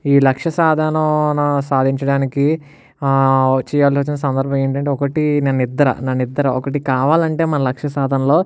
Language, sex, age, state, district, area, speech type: Telugu, male, 60+, Andhra Pradesh, Kakinada, urban, spontaneous